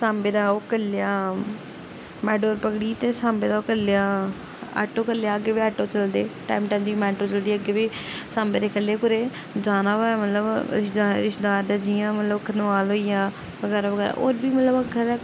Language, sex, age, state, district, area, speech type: Dogri, female, 18-30, Jammu and Kashmir, Samba, rural, spontaneous